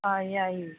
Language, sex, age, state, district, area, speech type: Manipuri, female, 45-60, Manipur, Imphal East, rural, conversation